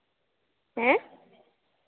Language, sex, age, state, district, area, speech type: Santali, female, 18-30, Jharkhand, Seraikela Kharsawan, rural, conversation